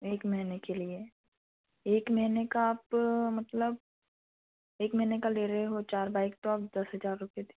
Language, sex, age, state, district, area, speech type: Hindi, female, 18-30, Madhya Pradesh, Betul, rural, conversation